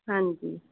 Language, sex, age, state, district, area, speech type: Punjabi, female, 18-30, Punjab, Fazilka, rural, conversation